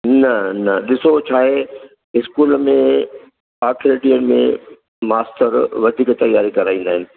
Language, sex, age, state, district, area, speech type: Sindhi, male, 60+, Madhya Pradesh, Katni, rural, conversation